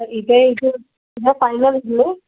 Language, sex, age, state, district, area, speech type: Kannada, female, 30-45, Karnataka, Bidar, urban, conversation